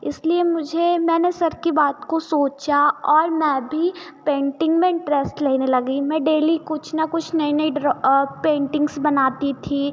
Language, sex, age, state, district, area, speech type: Hindi, female, 18-30, Madhya Pradesh, Betul, rural, spontaneous